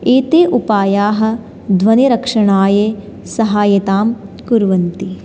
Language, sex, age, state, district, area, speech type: Sanskrit, female, 18-30, Rajasthan, Jaipur, urban, spontaneous